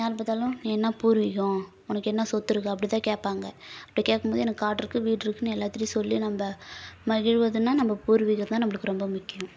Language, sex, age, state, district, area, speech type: Tamil, female, 18-30, Tamil Nadu, Kallakurichi, rural, spontaneous